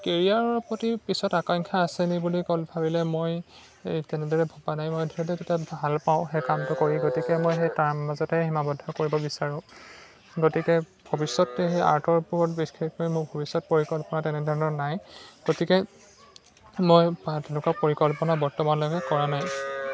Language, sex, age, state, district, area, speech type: Assamese, male, 18-30, Assam, Lakhimpur, urban, spontaneous